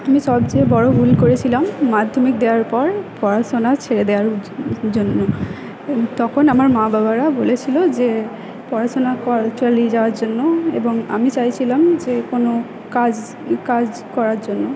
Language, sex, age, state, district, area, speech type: Bengali, female, 18-30, West Bengal, Purba Bardhaman, rural, spontaneous